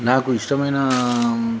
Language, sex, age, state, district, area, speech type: Telugu, male, 30-45, Telangana, Nizamabad, urban, spontaneous